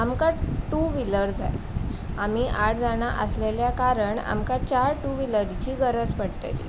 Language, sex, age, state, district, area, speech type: Goan Konkani, female, 18-30, Goa, Ponda, rural, spontaneous